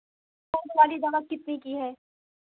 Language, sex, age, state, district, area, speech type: Hindi, female, 30-45, Uttar Pradesh, Pratapgarh, rural, conversation